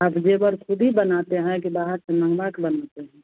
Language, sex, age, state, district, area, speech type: Hindi, female, 45-60, Bihar, Madhepura, rural, conversation